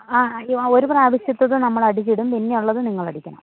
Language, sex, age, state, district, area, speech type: Malayalam, female, 30-45, Kerala, Idukki, rural, conversation